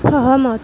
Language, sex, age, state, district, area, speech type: Assamese, female, 18-30, Assam, Kamrup Metropolitan, urban, read